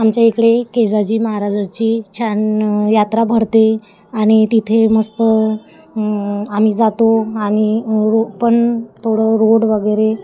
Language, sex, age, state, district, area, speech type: Marathi, female, 45-60, Maharashtra, Wardha, rural, spontaneous